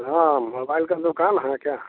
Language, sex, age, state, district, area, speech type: Hindi, male, 45-60, Bihar, Samastipur, rural, conversation